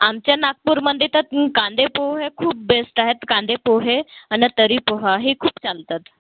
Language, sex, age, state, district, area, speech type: Marathi, female, 30-45, Maharashtra, Nagpur, urban, conversation